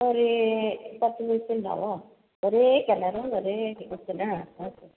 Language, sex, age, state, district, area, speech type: Malayalam, female, 45-60, Kerala, Kasaragod, rural, conversation